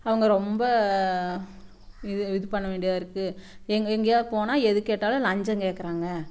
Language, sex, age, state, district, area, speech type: Tamil, female, 45-60, Tamil Nadu, Coimbatore, rural, spontaneous